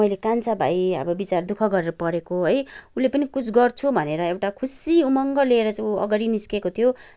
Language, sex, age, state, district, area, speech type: Nepali, female, 45-60, West Bengal, Kalimpong, rural, spontaneous